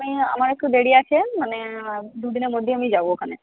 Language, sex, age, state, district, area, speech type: Bengali, female, 30-45, West Bengal, Purba Bardhaman, urban, conversation